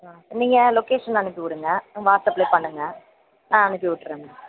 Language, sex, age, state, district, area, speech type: Tamil, female, 30-45, Tamil Nadu, Chennai, urban, conversation